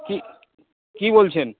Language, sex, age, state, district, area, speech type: Bengali, male, 45-60, West Bengal, Dakshin Dinajpur, rural, conversation